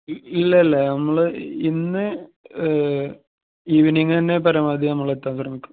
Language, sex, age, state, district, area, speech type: Malayalam, male, 30-45, Kerala, Malappuram, rural, conversation